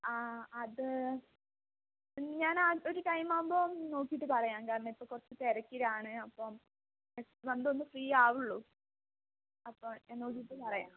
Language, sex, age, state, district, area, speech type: Malayalam, female, 18-30, Kerala, Wayanad, rural, conversation